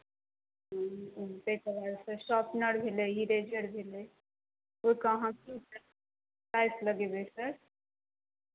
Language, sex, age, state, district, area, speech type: Maithili, female, 30-45, Bihar, Madhubani, rural, conversation